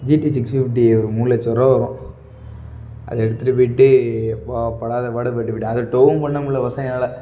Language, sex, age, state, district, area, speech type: Tamil, male, 18-30, Tamil Nadu, Perambalur, rural, spontaneous